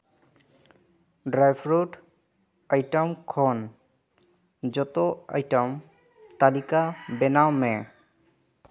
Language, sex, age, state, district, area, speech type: Santali, male, 18-30, Jharkhand, Seraikela Kharsawan, rural, read